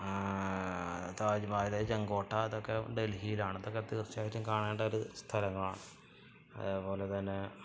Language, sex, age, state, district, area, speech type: Malayalam, male, 30-45, Kerala, Malappuram, rural, spontaneous